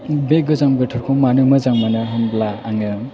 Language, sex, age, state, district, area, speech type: Bodo, male, 18-30, Assam, Chirang, rural, spontaneous